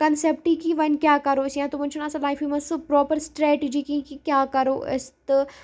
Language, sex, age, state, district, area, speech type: Kashmiri, female, 18-30, Jammu and Kashmir, Kupwara, rural, spontaneous